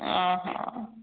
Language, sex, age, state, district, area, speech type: Odia, female, 45-60, Odisha, Angul, rural, conversation